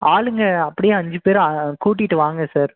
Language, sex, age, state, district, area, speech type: Tamil, male, 18-30, Tamil Nadu, Krishnagiri, rural, conversation